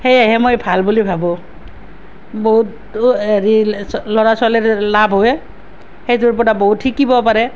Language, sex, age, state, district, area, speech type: Assamese, female, 45-60, Assam, Nalbari, rural, spontaneous